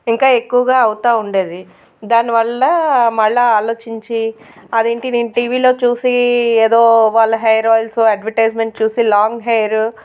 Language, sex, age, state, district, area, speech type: Telugu, female, 30-45, Andhra Pradesh, Anakapalli, urban, spontaneous